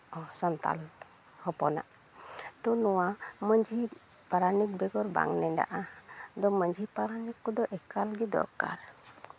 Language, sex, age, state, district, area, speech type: Santali, female, 30-45, West Bengal, Uttar Dinajpur, rural, spontaneous